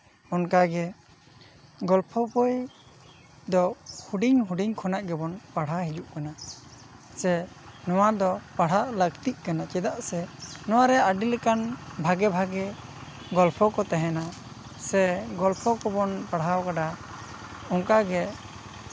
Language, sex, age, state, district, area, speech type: Santali, male, 18-30, West Bengal, Bankura, rural, spontaneous